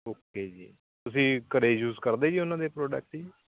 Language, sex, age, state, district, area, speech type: Punjabi, male, 30-45, Punjab, Shaheed Bhagat Singh Nagar, urban, conversation